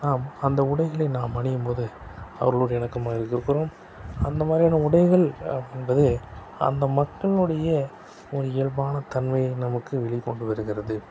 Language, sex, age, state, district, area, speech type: Tamil, male, 30-45, Tamil Nadu, Salem, urban, spontaneous